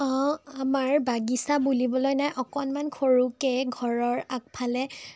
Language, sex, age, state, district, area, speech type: Assamese, female, 18-30, Assam, Sonitpur, rural, spontaneous